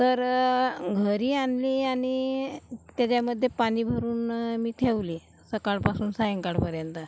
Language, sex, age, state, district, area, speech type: Marathi, female, 45-60, Maharashtra, Gondia, rural, spontaneous